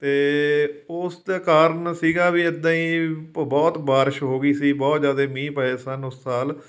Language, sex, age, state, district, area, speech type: Punjabi, male, 45-60, Punjab, Fatehgarh Sahib, rural, spontaneous